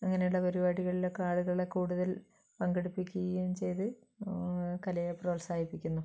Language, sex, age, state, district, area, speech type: Malayalam, female, 60+, Kerala, Wayanad, rural, spontaneous